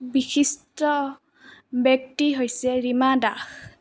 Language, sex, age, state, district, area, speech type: Assamese, female, 18-30, Assam, Goalpara, rural, spontaneous